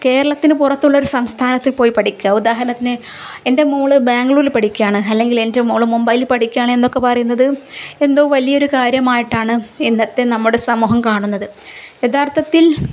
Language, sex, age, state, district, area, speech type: Malayalam, female, 30-45, Kerala, Kozhikode, rural, spontaneous